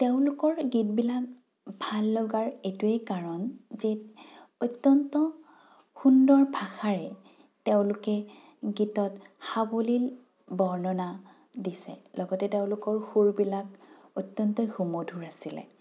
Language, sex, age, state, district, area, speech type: Assamese, female, 18-30, Assam, Morigaon, rural, spontaneous